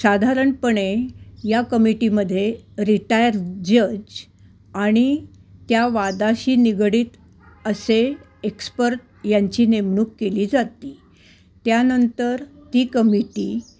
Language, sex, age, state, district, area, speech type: Marathi, female, 60+, Maharashtra, Ahmednagar, urban, spontaneous